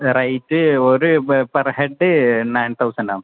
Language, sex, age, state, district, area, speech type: Malayalam, male, 18-30, Kerala, Kozhikode, urban, conversation